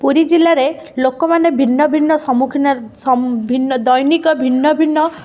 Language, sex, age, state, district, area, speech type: Odia, female, 30-45, Odisha, Puri, urban, spontaneous